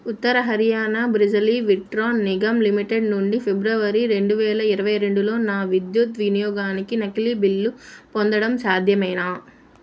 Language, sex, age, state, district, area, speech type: Telugu, female, 30-45, Andhra Pradesh, Nellore, urban, read